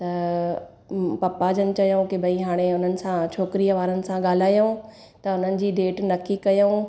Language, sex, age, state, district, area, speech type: Sindhi, female, 30-45, Gujarat, Surat, urban, spontaneous